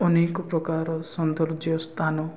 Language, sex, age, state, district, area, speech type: Odia, male, 18-30, Odisha, Nabarangpur, urban, spontaneous